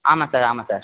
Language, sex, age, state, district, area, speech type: Tamil, male, 18-30, Tamil Nadu, Tirunelveli, rural, conversation